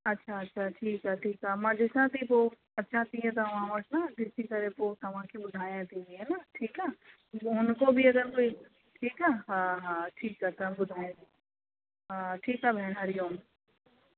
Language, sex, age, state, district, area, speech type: Sindhi, female, 30-45, Delhi, South Delhi, urban, conversation